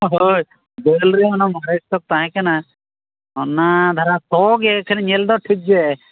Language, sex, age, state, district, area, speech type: Santali, male, 45-60, Odisha, Mayurbhanj, rural, conversation